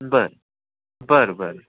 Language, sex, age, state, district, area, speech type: Marathi, male, 18-30, Maharashtra, Kolhapur, urban, conversation